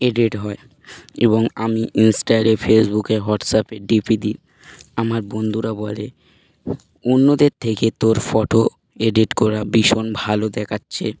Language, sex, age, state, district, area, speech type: Bengali, male, 18-30, West Bengal, Dakshin Dinajpur, urban, spontaneous